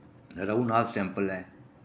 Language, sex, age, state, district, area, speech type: Dogri, male, 30-45, Jammu and Kashmir, Reasi, rural, spontaneous